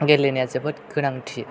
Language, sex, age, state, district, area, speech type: Bodo, male, 18-30, Assam, Chirang, rural, spontaneous